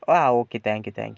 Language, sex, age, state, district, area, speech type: Malayalam, male, 45-60, Kerala, Wayanad, rural, spontaneous